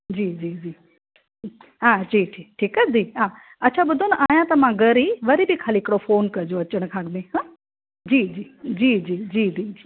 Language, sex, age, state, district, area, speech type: Sindhi, female, 45-60, Maharashtra, Thane, urban, conversation